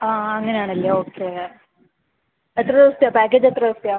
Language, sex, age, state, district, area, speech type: Malayalam, female, 18-30, Kerala, Kasaragod, rural, conversation